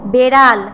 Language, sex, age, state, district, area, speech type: Bengali, female, 18-30, West Bengal, Paschim Medinipur, rural, read